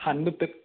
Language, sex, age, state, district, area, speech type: Tamil, male, 18-30, Tamil Nadu, Erode, rural, conversation